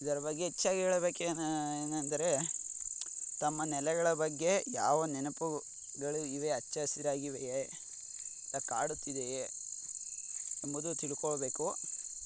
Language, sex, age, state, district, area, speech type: Kannada, male, 45-60, Karnataka, Tumkur, rural, spontaneous